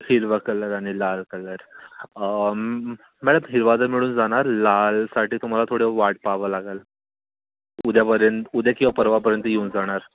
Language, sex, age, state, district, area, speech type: Marathi, male, 30-45, Maharashtra, Yavatmal, urban, conversation